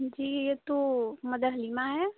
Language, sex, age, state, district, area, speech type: Hindi, female, 30-45, Uttar Pradesh, Chandauli, rural, conversation